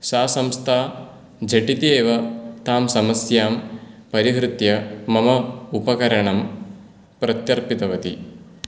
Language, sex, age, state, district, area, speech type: Sanskrit, male, 18-30, Kerala, Ernakulam, urban, spontaneous